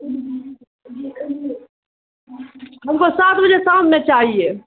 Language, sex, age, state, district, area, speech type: Urdu, female, 45-60, Bihar, Khagaria, rural, conversation